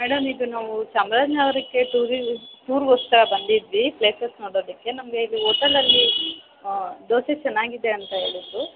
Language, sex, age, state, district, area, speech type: Kannada, female, 18-30, Karnataka, Chamarajanagar, rural, conversation